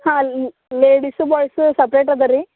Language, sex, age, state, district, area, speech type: Kannada, female, 18-30, Karnataka, Bidar, urban, conversation